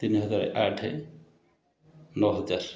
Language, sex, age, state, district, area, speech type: Odia, male, 60+, Odisha, Puri, urban, spontaneous